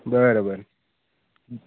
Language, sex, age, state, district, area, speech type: Marathi, male, 18-30, Maharashtra, Hingoli, urban, conversation